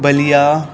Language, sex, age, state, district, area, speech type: Goan Konkani, male, 18-30, Goa, Tiswadi, rural, spontaneous